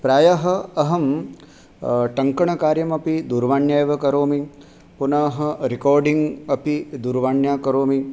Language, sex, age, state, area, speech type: Sanskrit, male, 30-45, Rajasthan, urban, spontaneous